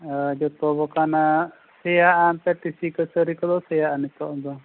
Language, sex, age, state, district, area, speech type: Santali, male, 45-60, Odisha, Mayurbhanj, rural, conversation